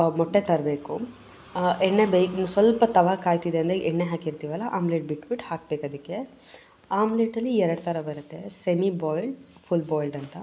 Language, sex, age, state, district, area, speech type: Kannada, female, 18-30, Karnataka, Mysore, urban, spontaneous